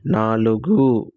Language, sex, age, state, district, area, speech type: Telugu, male, 30-45, Andhra Pradesh, East Godavari, rural, read